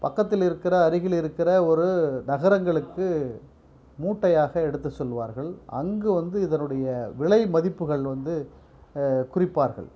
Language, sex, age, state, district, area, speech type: Tamil, male, 45-60, Tamil Nadu, Perambalur, urban, spontaneous